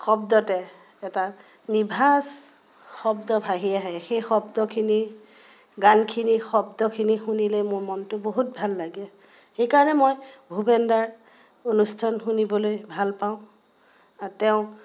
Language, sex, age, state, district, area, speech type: Assamese, female, 30-45, Assam, Biswanath, rural, spontaneous